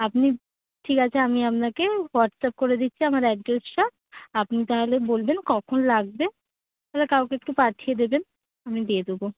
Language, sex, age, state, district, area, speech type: Bengali, female, 30-45, West Bengal, Hooghly, urban, conversation